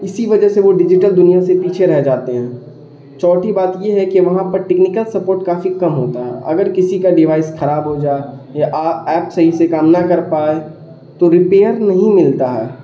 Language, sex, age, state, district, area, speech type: Urdu, male, 18-30, Bihar, Darbhanga, rural, spontaneous